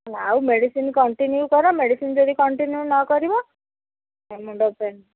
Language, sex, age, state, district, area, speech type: Odia, female, 60+, Odisha, Koraput, urban, conversation